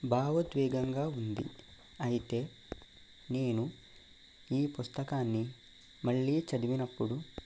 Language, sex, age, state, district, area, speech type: Telugu, male, 18-30, Andhra Pradesh, Eluru, urban, spontaneous